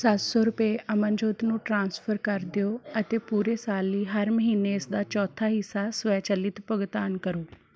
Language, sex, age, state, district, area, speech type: Punjabi, female, 18-30, Punjab, Shaheed Bhagat Singh Nagar, rural, read